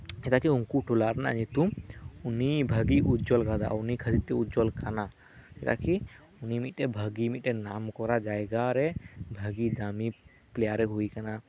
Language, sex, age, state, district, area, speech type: Santali, male, 18-30, West Bengal, Birbhum, rural, spontaneous